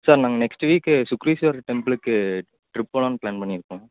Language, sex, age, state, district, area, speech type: Tamil, male, 18-30, Tamil Nadu, Tiruppur, rural, conversation